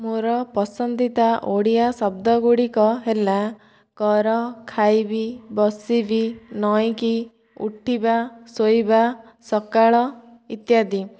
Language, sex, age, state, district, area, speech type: Odia, female, 18-30, Odisha, Dhenkanal, rural, spontaneous